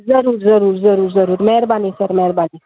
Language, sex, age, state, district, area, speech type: Sindhi, female, 30-45, Maharashtra, Thane, urban, conversation